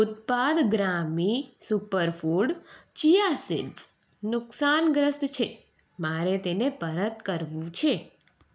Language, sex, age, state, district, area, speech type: Gujarati, female, 18-30, Gujarat, Surat, urban, read